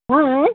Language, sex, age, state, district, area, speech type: Odia, female, 60+, Odisha, Gajapati, rural, conversation